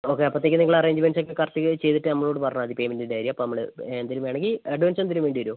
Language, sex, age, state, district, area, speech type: Malayalam, male, 45-60, Kerala, Wayanad, rural, conversation